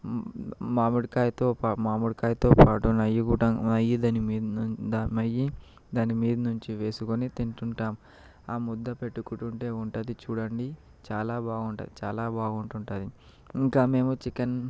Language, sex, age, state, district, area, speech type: Telugu, male, 18-30, Telangana, Vikarabad, urban, spontaneous